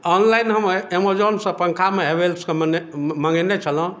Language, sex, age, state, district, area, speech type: Maithili, male, 45-60, Bihar, Madhubani, rural, spontaneous